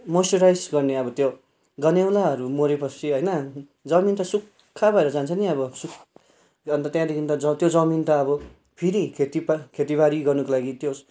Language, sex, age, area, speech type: Nepali, male, 18-30, rural, spontaneous